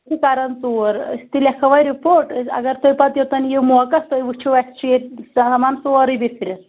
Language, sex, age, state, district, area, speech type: Kashmiri, female, 30-45, Jammu and Kashmir, Anantnag, rural, conversation